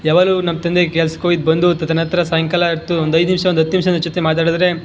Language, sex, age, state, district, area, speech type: Kannada, male, 18-30, Karnataka, Chamarajanagar, rural, spontaneous